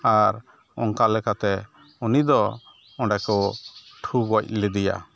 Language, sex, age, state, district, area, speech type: Santali, male, 60+, West Bengal, Malda, rural, spontaneous